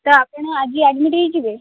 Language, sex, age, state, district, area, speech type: Odia, female, 18-30, Odisha, Sundergarh, urban, conversation